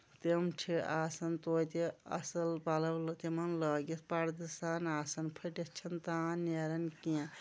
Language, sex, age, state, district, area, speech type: Kashmiri, female, 30-45, Jammu and Kashmir, Kulgam, rural, spontaneous